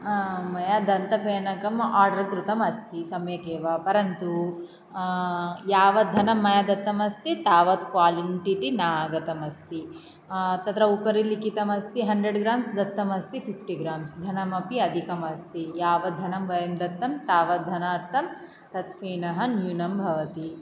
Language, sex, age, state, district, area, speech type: Sanskrit, female, 18-30, Andhra Pradesh, Anantapur, rural, spontaneous